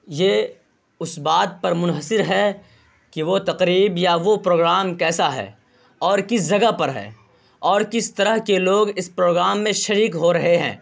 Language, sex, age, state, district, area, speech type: Urdu, male, 18-30, Bihar, Purnia, rural, spontaneous